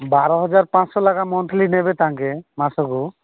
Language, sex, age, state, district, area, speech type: Odia, male, 45-60, Odisha, Nabarangpur, rural, conversation